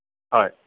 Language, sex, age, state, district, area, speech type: Assamese, male, 45-60, Assam, Kamrup Metropolitan, urban, conversation